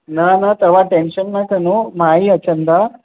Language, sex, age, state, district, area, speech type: Sindhi, male, 18-30, Maharashtra, Mumbai Suburban, urban, conversation